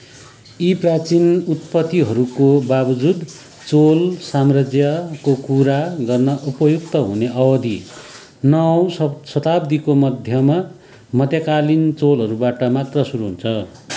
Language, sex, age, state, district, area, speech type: Nepali, male, 45-60, West Bengal, Kalimpong, rural, read